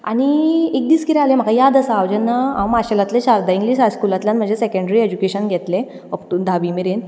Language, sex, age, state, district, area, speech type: Goan Konkani, female, 18-30, Goa, Ponda, rural, spontaneous